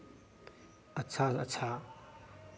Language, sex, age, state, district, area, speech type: Hindi, male, 30-45, Bihar, Madhepura, rural, spontaneous